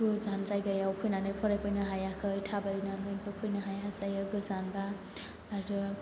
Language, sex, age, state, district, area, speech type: Bodo, male, 18-30, Assam, Chirang, rural, spontaneous